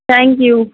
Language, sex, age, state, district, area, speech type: Urdu, female, 18-30, Maharashtra, Nashik, urban, conversation